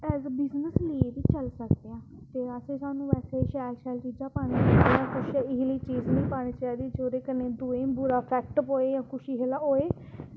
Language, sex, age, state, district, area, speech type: Dogri, female, 18-30, Jammu and Kashmir, Samba, urban, spontaneous